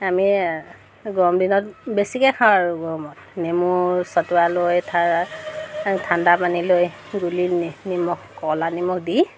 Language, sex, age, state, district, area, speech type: Assamese, female, 30-45, Assam, Tinsukia, urban, spontaneous